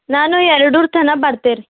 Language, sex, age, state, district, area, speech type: Kannada, female, 18-30, Karnataka, Bidar, urban, conversation